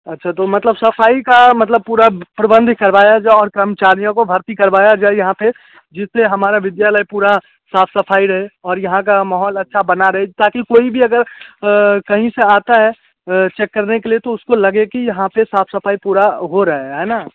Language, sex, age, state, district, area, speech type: Hindi, male, 18-30, Bihar, Darbhanga, rural, conversation